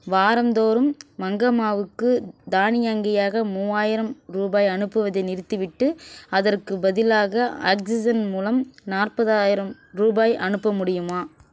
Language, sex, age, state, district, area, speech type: Tamil, female, 18-30, Tamil Nadu, Kallakurichi, urban, read